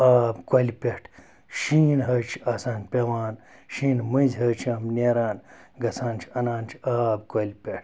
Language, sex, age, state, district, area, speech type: Kashmiri, male, 30-45, Jammu and Kashmir, Bandipora, rural, spontaneous